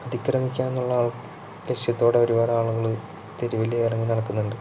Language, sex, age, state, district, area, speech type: Malayalam, male, 45-60, Kerala, Palakkad, urban, spontaneous